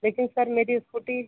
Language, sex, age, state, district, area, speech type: Hindi, female, 30-45, Uttar Pradesh, Sonbhadra, rural, conversation